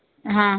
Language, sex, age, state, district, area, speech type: Marathi, female, 30-45, Maharashtra, Yavatmal, rural, conversation